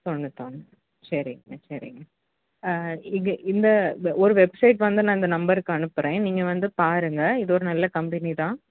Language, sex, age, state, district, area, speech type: Tamil, female, 18-30, Tamil Nadu, Kanyakumari, urban, conversation